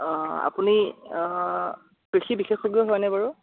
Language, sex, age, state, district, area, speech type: Assamese, male, 18-30, Assam, Dhemaji, rural, conversation